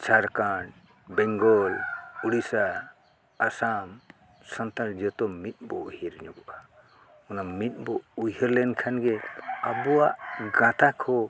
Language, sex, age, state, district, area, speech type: Santali, male, 60+, Odisha, Mayurbhanj, rural, spontaneous